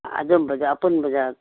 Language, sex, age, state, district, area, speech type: Manipuri, female, 45-60, Manipur, Imphal East, rural, conversation